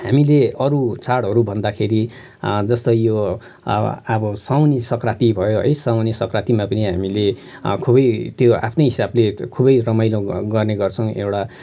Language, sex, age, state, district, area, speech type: Nepali, male, 45-60, West Bengal, Kalimpong, rural, spontaneous